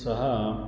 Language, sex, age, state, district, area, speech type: Sanskrit, male, 45-60, Karnataka, Uttara Kannada, rural, spontaneous